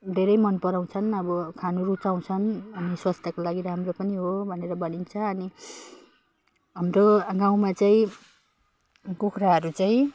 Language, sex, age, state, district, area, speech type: Nepali, female, 30-45, West Bengal, Jalpaiguri, rural, spontaneous